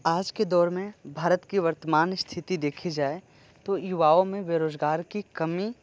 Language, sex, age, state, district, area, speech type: Hindi, male, 30-45, Uttar Pradesh, Sonbhadra, rural, spontaneous